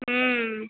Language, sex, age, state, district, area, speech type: Maithili, female, 18-30, Bihar, Supaul, rural, conversation